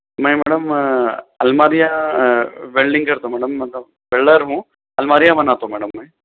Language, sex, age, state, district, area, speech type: Urdu, male, 30-45, Telangana, Hyderabad, urban, conversation